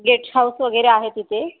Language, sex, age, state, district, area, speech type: Marathi, female, 30-45, Maharashtra, Wardha, rural, conversation